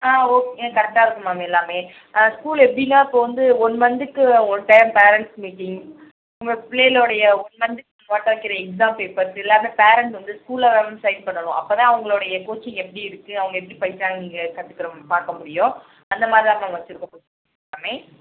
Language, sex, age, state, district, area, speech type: Tamil, female, 18-30, Tamil Nadu, Sivaganga, rural, conversation